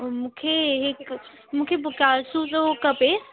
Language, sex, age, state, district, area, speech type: Sindhi, female, 18-30, Delhi, South Delhi, urban, conversation